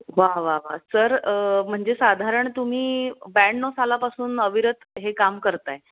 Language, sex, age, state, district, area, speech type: Marathi, female, 30-45, Maharashtra, Pune, urban, conversation